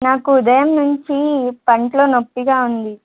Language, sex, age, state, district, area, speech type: Telugu, female, 18-30, Telangana, Kamareddy, urban, conversation